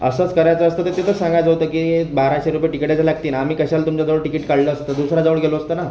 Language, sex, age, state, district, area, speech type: Marathi, male, 18-30, Maharashtra, Akola, rural, spontaneous